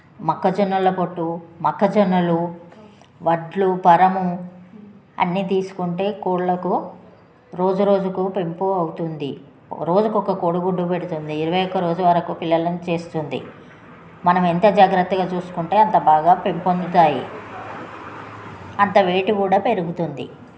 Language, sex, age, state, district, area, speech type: Telugu, female, 30-45, Telangana, Jagtial, rural, spontaneous